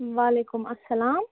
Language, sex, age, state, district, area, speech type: Kashmiri, female, 30-45, Jammu and Kashmir, Budgam, rural, conversation